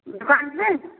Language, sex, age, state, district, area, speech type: Hindi, female, 45-60, Uttar Pradesh, Ayodhya, rural, conversation